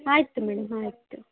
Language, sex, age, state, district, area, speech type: Kannada, female, 30-45, Karnataka, Shimoga, rural, conversation